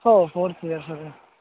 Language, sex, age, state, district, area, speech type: Marathi, male, 18-30, Maharashtra, Ratnagiri, urban, conversation